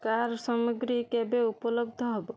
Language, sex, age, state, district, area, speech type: Odia, female, 18-30, Odisha, Balasore, rural, read